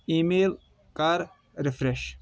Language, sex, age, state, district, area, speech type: Kashmiri, male, 30-45, Jammu and Kashmir, Kulgam, rural, read